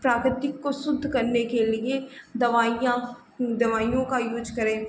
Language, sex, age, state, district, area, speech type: Hindi, female, 30-45, Uttar Pradesh, Lucknow, rural, spontaneous